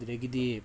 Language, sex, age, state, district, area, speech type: Manipuri, male, 30-45, Manipur, Tengnoupal, rural, spontaneous